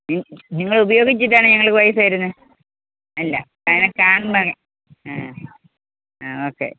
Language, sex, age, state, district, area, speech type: Malayalam, female, 45-60, Kerala, Pathanamthitta, rural, conversation